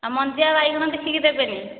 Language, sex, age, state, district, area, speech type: Odia, female, 30-45, Odisha, Nayagarh, rural, conversation